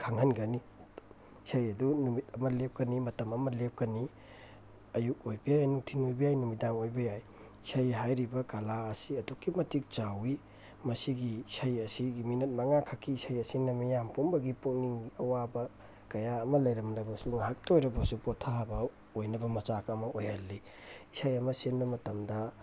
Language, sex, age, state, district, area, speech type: Manipuri, male, 30-45, Manipur, Tengnoupal, rural, spontaneous